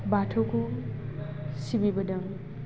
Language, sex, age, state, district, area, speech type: Bodo, female, 18-30, Assam, Baksa, rural, spontaneous